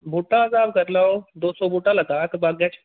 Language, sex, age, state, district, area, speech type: Dogri, male, 18-30, Jammu and Kashmir, Udhampur, rural, conversation